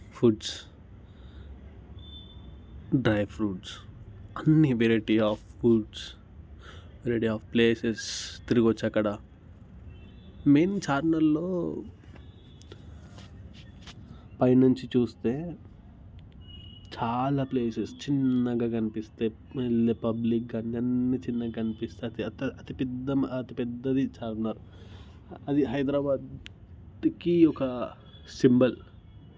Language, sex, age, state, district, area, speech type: Telugu, male, 18-30, Telangana, Ranga Reddy, urban, spontaneous